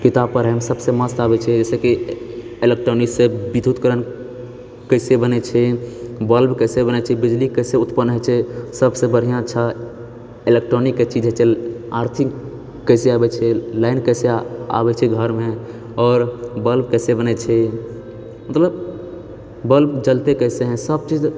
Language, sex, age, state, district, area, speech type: Maithili, male, 30-45, Bihar, Purnia, rural, spontaneous